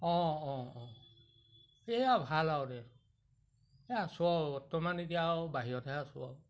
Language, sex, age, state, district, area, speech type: Assamese, male, 60+, Assam, Majuli, urban, spontaneous